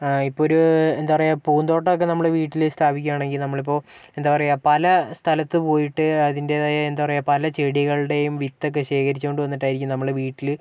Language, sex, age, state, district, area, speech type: Malayalam, male, 18-30, Kerala, Wayanad, rural, spontaneous